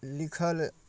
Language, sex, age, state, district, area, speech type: Maithili, male, 30-45, Bihar, Darbhanga, rural, spontaneous